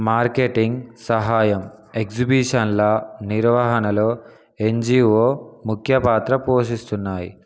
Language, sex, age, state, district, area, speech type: Telugu, male, 18-30, Telangana, Peddapalli, urban, spontaneous